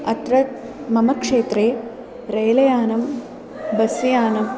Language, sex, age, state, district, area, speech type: Sanskrit, female, 18-30, Kerala, Palakkad, urban, spontaneous